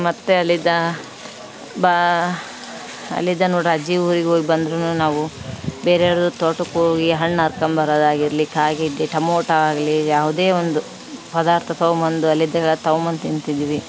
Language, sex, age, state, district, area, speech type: Kannada, female, 30-45, Karnataka, Vijayanagara, rural, spontaneous